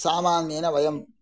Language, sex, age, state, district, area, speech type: Sanskrit, male, 45-60, Karnataka, Shimoga, rural, spontaneous